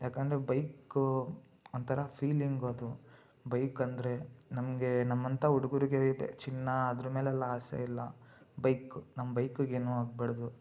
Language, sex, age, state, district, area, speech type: Kannada, male, 18-30, Karnataka, Mysore, urban, spontaneous